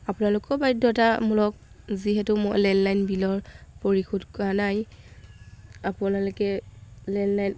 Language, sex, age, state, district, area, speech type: Assamese, female, 18-30, Assam, Golaghat, urban, spontaneous